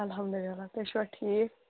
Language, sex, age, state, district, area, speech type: Kashmiri, female, 18-30, Jammu and Kashmir, Kulgam, rural, conversation